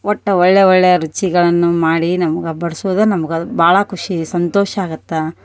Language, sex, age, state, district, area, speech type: Kannada, female, 30-45, Karnataka, Koppal, urban, spontaneous